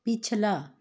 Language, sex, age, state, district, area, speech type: Punjabi, female, 30-45, Punjab, Patiala, urban, read